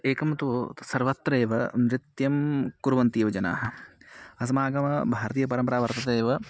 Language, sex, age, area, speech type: Sanskrit, male, 18-30, rural, spontaneous